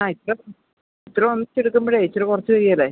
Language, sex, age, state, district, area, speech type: Malayalam, female, 45-60, Kerala, Idukki, rural, conversation